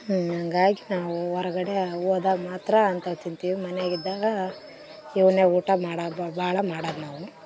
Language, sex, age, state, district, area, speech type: Kannada, female, 18-30, Karnataka, Vijayanagara, rural, spontaneous